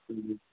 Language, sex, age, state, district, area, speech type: Manipuri, male, 45-60, Manipur, Churachandpur, rural, conversation